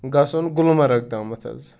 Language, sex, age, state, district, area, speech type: Kashmiri, male, 18-30, Jammu and Kashmir, Shopian, rural, spontaneous